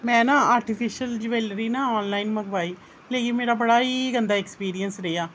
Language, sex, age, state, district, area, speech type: Dogri, female, 30-45, Jammu and Kashmir, Reasi, rural, spontaneous